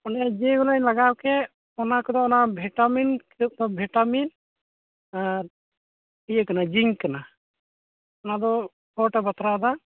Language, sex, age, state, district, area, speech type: Santali, male, 18-30, West Bengal, Uttar Dinajpur, rural, conversation